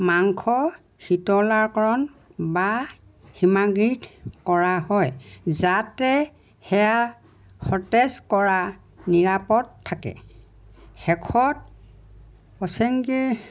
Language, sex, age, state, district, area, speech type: Assamese, female, 60+, Assam, Dibrugarh, rural, spontaneous